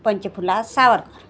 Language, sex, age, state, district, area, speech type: Marathi, female, 45-60, Maharashtra, Washim, rural, spontaneous